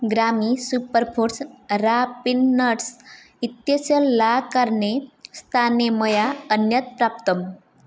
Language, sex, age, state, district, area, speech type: Sanskrit, female, 18-30, Odisha, Mayurbhanj, rural, read